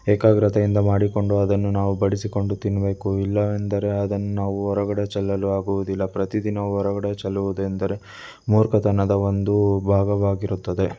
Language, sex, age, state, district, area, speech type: Kannada, male, 18-30, Karnataka, Tumkur, urban, spontaneous